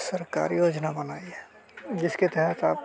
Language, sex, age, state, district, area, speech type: Hindi, male, 18-30, Bihar, Muzaffarpur, rural, spontaneous